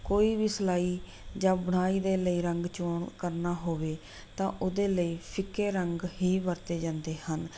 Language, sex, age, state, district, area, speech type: Punjabi, female, 30-45, Punjab, Rupnagar, rural, spontaneous